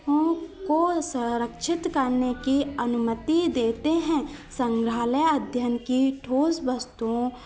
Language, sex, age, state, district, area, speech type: Hindi, female, 18-30, Madhya Pradesh, Hoshangabad, urban, spontaneous